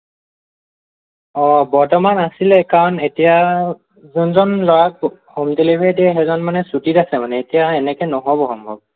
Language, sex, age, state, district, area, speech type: Assamese, male, 18-30, Assam, Morigaon, rural, conversation